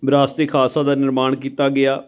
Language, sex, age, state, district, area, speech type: Punjabi, male, 45-60, Punjab, Fatehgarh Sahib, urban, spontaneous